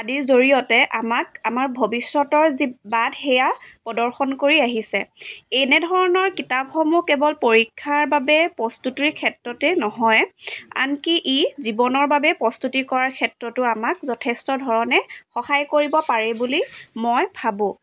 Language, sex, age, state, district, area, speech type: Assamese, female, 45-60, Assam, Dibrugarh, rural, spontaneous